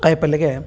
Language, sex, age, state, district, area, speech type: Kannada, male, 30-45, Karnataka, Bellary, rural, spontaneous